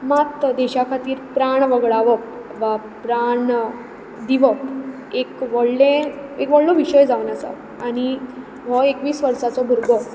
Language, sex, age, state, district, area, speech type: Goan Konkani, female, 18-30, Goa, Ponda, rural, spontaneous